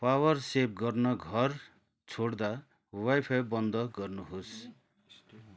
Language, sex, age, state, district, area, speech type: Nepali, male, 30-45, West Bengal, Darjeeling, rural, read